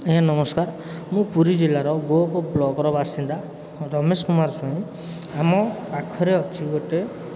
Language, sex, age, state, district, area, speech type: Odia, male, 30-45, Odisha, Puri, urban, spontaneous